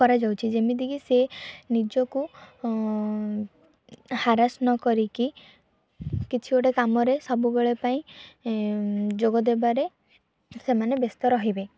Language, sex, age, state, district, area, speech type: Odia, female, 18-30, Odisha, Kendrapara, urban, spontaneous